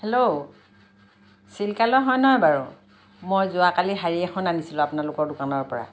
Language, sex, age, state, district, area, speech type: Assamese, female, 60+, Assam, Lakhimpur, rural, spontaneous